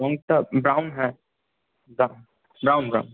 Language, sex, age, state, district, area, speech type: Bengali, male, 30-45, West Bengal, Paschim Bardhaman, urban, conversation